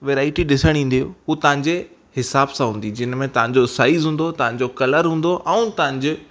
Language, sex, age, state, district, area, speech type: Sindhi, male, 18-30, Rajasthan, Ajmer, urban, spontaneous